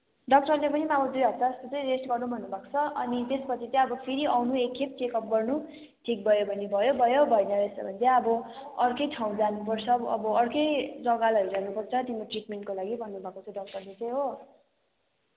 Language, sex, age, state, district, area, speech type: Nepali, female, 18-30, West Bengal, Kalimpong, rural, conversation